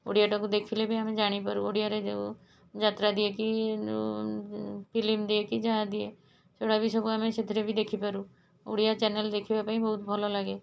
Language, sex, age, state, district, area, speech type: Odia, female, 45-60, Odisha, Puri, urban, spontaneous